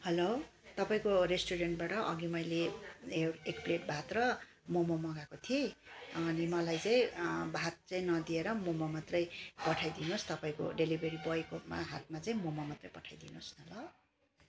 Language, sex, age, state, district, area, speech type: Nepali, female, 45-60, West Bengal, Darjeeling, rural, spontaneous